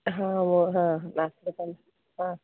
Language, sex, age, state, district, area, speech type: Odia, female, 45-60, Odisha, Sundergarh, urban, conversation